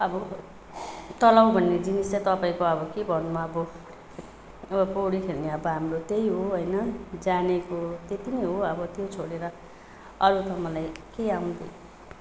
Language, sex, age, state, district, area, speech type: Nepali, female, 30-45, West Bengal, Alipurduar, urban, spontaneous